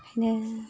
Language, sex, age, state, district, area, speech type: Bodo, female, 60+, Assam, Kokrajhar, rural, spontaneous